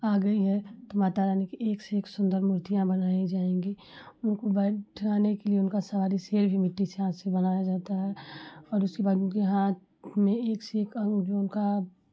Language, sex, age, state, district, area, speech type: Hindi, female, 30-45, Uttar Pradesh, Chandauli, rural, spontaneous